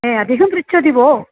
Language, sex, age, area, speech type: Sanskrit, female, 45-60, urban, conversation